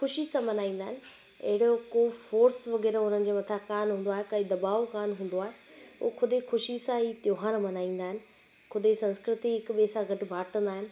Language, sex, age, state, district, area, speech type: Sindhi, female, 18-30, Rajasthan, Ajmer, urban, spontaneous